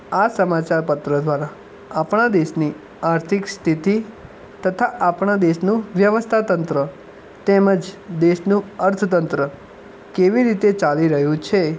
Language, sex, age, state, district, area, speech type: Gujarati, male, 18-30, Gujarat, Ahmedabad, urban, spontaneous